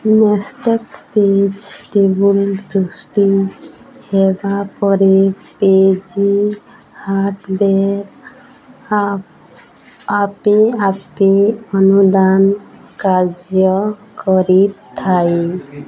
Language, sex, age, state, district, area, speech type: Odia, female, 18-30, Odisha, Nuapada, urban, read